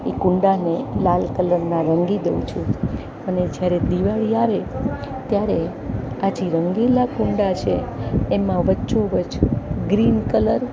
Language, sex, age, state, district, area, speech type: Gujarati, female, 60+, Gujarat, Rajkot, urban, spontaneous